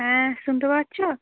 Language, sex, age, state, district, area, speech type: Bengali, female, 30-45, West Bengal, Cooch Behar, urban, conversation